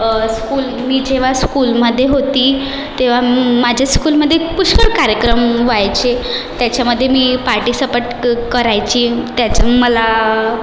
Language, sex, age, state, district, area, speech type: Marathi, female, 18-30, Maharashtra, Nagpur, urban, spontaneous